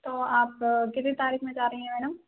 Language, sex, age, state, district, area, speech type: Hindi, female, 18-30, Madhya Pradesh, Narsinghpur, rural, conversation